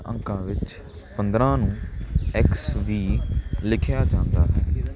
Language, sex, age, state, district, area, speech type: Punjabi, male, 18-30, Punjab, Hoshiarpur, urban, read